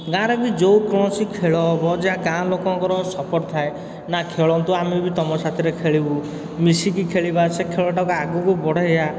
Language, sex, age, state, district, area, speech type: Odia, male, 30-45, Odisha, Puri, urban, spontaneous